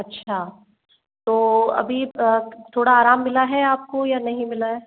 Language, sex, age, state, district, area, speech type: Hindi, female, 30-45, Rajasthan, Jaipur, urban, conversation